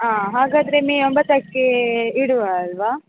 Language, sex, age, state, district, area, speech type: Kannada, female, 18-30, Karnataka, Dakshina Kannada, rural, conversation